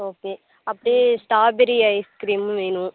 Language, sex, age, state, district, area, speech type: Tamil, female, 18-30, Tamil Nadu, Nagapattinam, rural, conversation